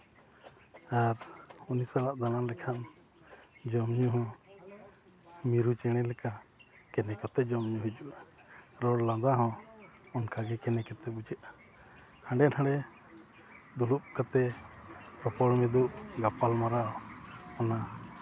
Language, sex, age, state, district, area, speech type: Santali, male, 45-60, Jharkhand, East Singhbhum, rural, spontaneous